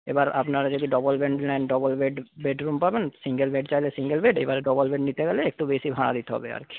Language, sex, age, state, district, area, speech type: Bengali, male, 30-45, West Bengal, Paschim Medinipur, rural, conversation